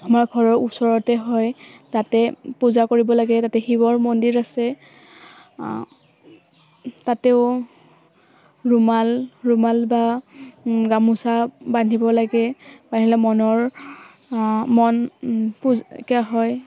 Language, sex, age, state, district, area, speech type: Assamese, female, 18-30, Assam, Udalguri, rural, spontaneous